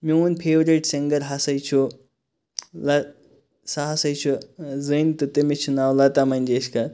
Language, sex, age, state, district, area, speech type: Kashmiri, male, 30-45, Jammu and Kashmir, Kupwara, rural, spontaneous